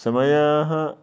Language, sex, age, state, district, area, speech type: Sanskrit, male, 30-45, Karnataka, Dharwad, urban, spontaneous